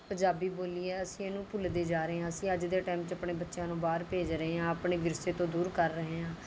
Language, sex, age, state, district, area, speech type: Punjabi, female, 30-45, Punjab, Rupnagar, rural, spontaneous